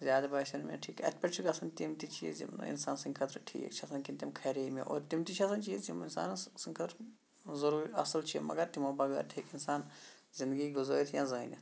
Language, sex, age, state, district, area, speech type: Kashmiri, male, 45-60, Jammu and Kashmir, Shopian, urban, spontaneous